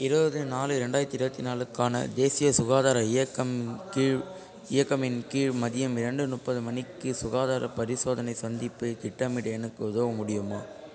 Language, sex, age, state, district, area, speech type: Tamil, male, 18-30, Tamil Nadu, Ranipet, rural, read